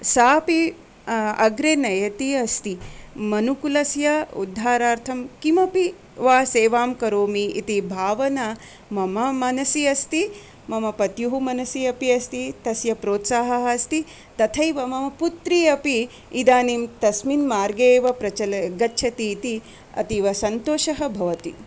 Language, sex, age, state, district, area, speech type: Sanskrit, female, 45-60, Karnataka, Shimoga, urban, spontaneous